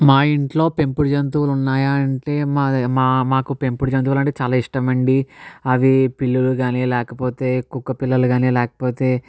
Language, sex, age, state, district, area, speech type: Telugu, male, 60+, Andhra Pradesh, Kakinada, urban, spontaneous